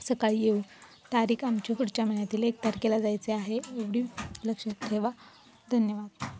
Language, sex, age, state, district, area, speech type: Marathi, female, 18-30, Maharashtra, Satara, urban, spontaneous